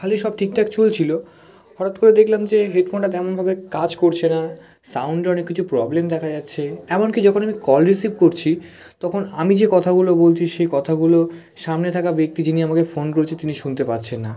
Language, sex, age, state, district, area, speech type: Bengali, male, 18-30, West Bengal, South 24 Parganas, rural, spontaneous